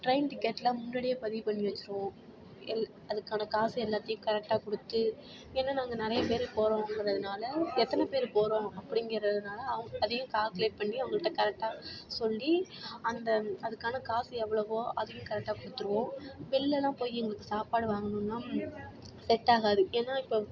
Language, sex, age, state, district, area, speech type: Tamil, female, 30-45, Tamil Nadu, Tiruvarur, rural, spontaneous